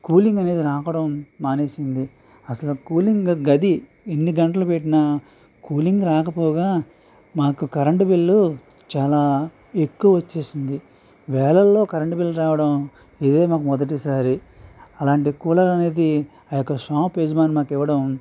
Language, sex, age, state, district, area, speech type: Telugu, male, 45-60, Andhra Pradesh, Eluru, rural, spontaneous